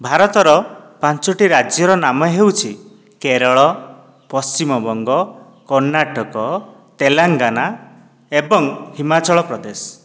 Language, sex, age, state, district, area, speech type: Odia, male, 45-60, Odisha, Dhenkanal, rural, spontaneous